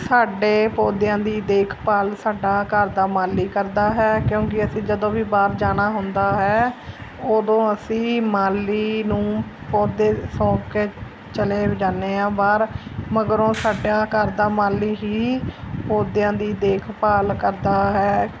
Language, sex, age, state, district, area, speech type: Punjabi, female, 30-45, Punjab, Mansa, urban, spontaneous